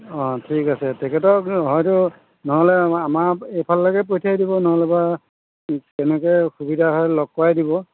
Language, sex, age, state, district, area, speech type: Assamese, male, 45-60, Assam, Majuli, rural, conversation